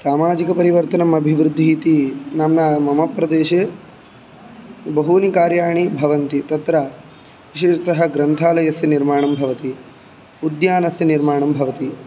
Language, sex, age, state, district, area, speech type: Sanskrit, male, 18-30, Karnataka, Udupi, urban, spontaneous